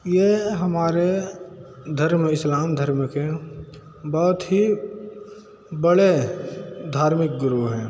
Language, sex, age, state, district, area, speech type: Hindi, male, 30-45, Uttar Pradesh, Bhadohi, urban, spontaneous